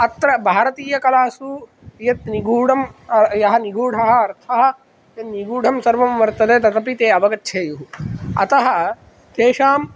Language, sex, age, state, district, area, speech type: Sanskrit, male, 18-30, Andhra Pradesh, Kadapa, rural, spontaneous